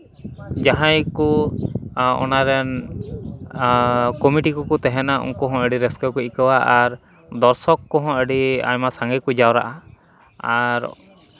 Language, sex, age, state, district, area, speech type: Santali, male, 30-45, West Bengal, Malda, rural, spontaneous